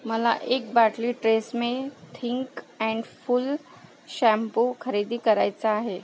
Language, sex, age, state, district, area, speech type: Marathi, female, 18-30, Maharashtra, Akola, rural, read